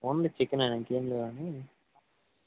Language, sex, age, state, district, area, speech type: Telugu, male, 18-30, Andhra Pradesh, Srikakulam, rural, conversation